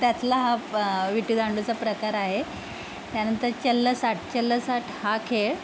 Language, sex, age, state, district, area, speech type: Marathi, female, 18-30, Maharashtra, Akola, urban, spontaneous